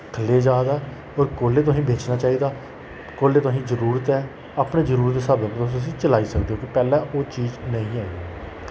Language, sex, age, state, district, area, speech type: Dogri, male, 30-45, Jammu and Kashmir, Jammu, rural, spontaneous